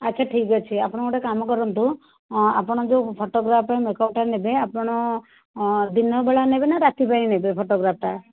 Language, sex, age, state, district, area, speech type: Odia, female, 60+, Odisha, Jajpur, rural, conversation